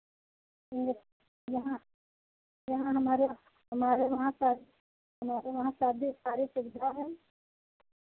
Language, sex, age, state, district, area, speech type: Hindi, female, 60+, Uttar Pradesh, Sitapur, rural, conversation